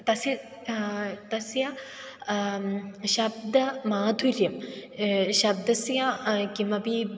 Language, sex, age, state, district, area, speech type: Sanskrit, female, 18-30, Kerala, Kozhikode, urban, spontaneous